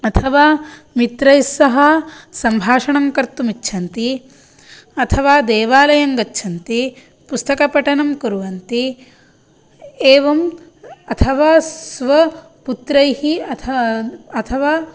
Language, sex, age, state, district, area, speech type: Sanskrit, female, 18-30, Karnataka, Shimoga, rural, spontaneous